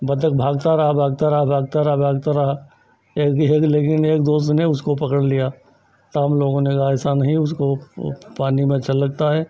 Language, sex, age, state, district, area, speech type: Hindi, male, 60+, Uttar Pradesh, Lucknow, rural, spontaneous